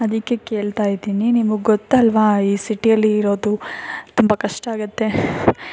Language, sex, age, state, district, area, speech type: Kannada, female, 18-30, Karnataka, Tumkur, rural, spontaneous